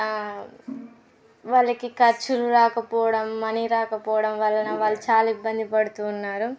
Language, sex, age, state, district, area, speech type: Telugu, female, 18-30, Telangana, Mancherial, rural, spontaneous